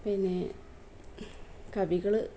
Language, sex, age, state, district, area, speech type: Malayalam, female, 18-30, Kerala, Kozhikode, rural, spontaneous